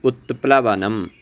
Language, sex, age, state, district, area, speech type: Sanskrit, male, 18-30, Karnataka, Uttara Kannada, rural, read